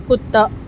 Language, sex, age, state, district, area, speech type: Urdu, female, 18-30, Delhi, Central Delhi, urban, read